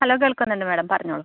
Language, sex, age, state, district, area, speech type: Malayalam, female, 30-45, Kerala, Thrissur, rural, conversation